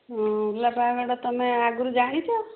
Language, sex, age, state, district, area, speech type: Odia, female, 60+, Odisha, Jharsuguda, rural, conversation